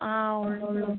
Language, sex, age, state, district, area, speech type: Malayalam, female, 18-30, Kerala, Kottayam, rural, conversation